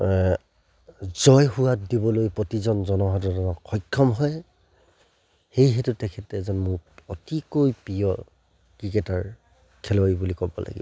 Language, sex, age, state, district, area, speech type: Assamese, male, 30-45, Assam, Charaideo, rural, spontaneous